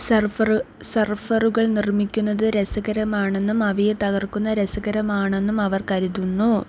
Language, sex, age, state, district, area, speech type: Malayalam, female, 18-30, Kerala, Kollam, rural, read